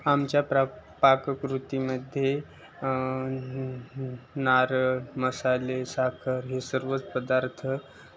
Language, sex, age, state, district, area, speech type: Marathi, male, 18-30, Maharashtra, Osmanabad, rural, spontaneous